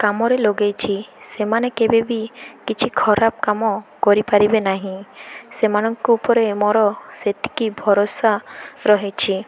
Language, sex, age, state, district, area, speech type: Odia, female, 18-30, Odisha, Malkangiri, urban, spontaneous